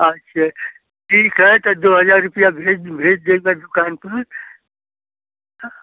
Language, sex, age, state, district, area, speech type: Hindi, male, 60+, Uttar Pradesh, Ghazipur, rural, conversation